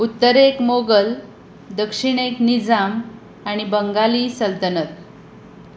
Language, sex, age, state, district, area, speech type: Goan Konkani, female, 30-45, Goa, Tiswadi, rural, read